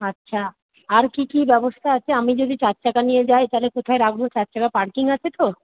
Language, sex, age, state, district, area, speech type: Bengali, female, 30-45, West Bengal, Purba Bardhaman, urban, conversation